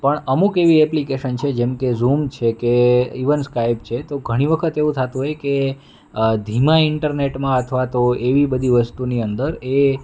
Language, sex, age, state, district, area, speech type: Gujarati, male, 30-45, Gujarat, Rajkot, urban, spontaneous